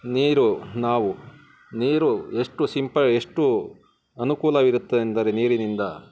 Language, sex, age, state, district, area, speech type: Kannada, male, 30-45, Karnataka, Bangalore Urban, urban, spontaneous